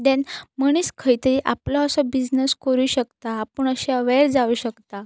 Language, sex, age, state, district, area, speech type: Goan Konkani, female, 18-30, Goa, Pernem, rural, spontaneous